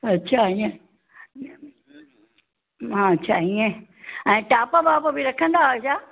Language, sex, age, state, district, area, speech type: Sindhi, female, 60+, Maharashtra, Thane, urban, conversation